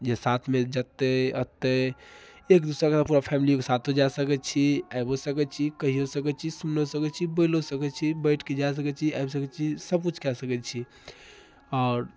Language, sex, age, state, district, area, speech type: Maithili, male, 18-30, Bihar, Darbhanga, rural, spontaneous